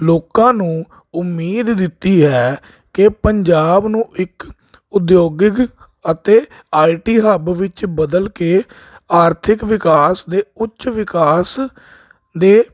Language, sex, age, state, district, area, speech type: Punjabi, male, 30-45, Punjab, Jalandhar, urban, spontaneous